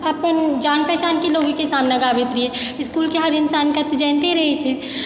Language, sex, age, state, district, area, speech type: Maithili, female, 30-45, Bihar, Supaul, rural, spontaneous